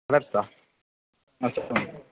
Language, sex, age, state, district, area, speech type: Tamil, male, 18-30, Tamil Nadu, Sivaganga, rural, conversation